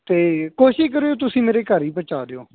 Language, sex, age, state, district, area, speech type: Punjabi, male, 18-30, Punjab, Bathinda, rural, conversation